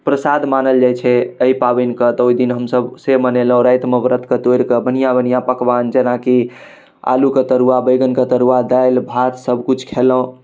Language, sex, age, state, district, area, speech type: Maithili, male, 18-30, Bihar, Darbhanga, urban, spontaneous